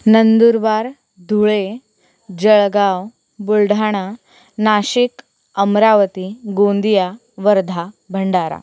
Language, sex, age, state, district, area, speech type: Marathi, female, 18-30, Maharashtra, Sindhudurg, rural, spontaneous